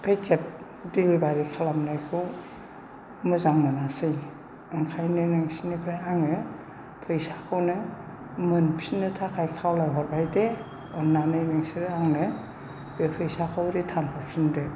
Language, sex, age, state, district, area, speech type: Bodo, female, 60+, Assam, Chirang, rural, spontaneous